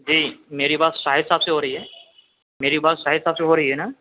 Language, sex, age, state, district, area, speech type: Urdu, male, 18-30, Bihar, Purnia, rural, conversation